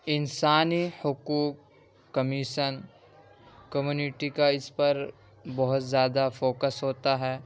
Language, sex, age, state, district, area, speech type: Urdu, male, 18-30, Uttar Pradesh, Ghaziabad, urban, spontaneous